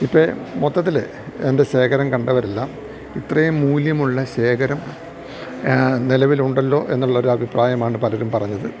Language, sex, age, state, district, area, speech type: Malayalam, male, 60+, Kerala, Idukki, rural, spontaneous